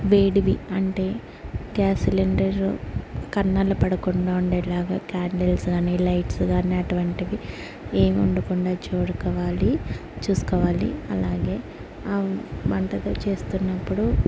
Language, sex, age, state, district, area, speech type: Telugu, female, 30-45, Telangana, Mancherial, rural, spontaneous